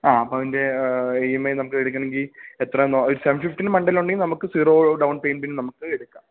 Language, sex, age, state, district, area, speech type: Malayalam, male, 18-30, Kerala, Idukki, rural, conversation